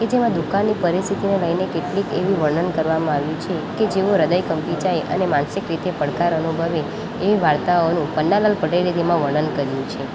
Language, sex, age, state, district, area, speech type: Gujarati, female, 18-30, Gujarat, Valsad, rural, spontaneous